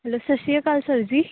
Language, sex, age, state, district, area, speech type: Punjabi, female, 18-30, Punjab, Gurdaspur, rural, conversation